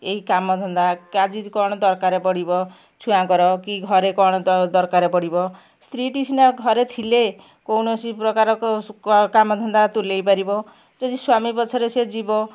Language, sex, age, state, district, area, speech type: Odia, female, 45-60, Odisha, Kendujhar, urban, spontaneous